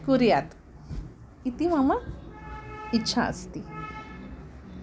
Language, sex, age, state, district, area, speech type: Sanskrit, female, 60+, Maharashtra, Wardha, urban, spontaneous